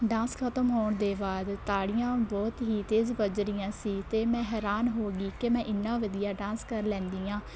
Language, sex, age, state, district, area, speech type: Punjabi, female, 18-30, Punjab, Shaheed Bhagat Singh Nagar, urban, spontaneous